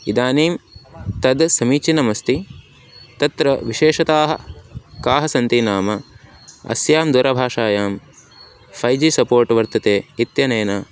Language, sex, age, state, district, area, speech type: Sanskrit, male, 18-30, Tamil Nadu, Tiruvallur, rural, spontaneous